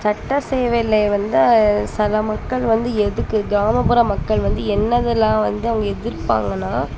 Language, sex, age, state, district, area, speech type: Tamil, female, 18-30, Tamil Nadu, Kanyakumari, rural, spontaneous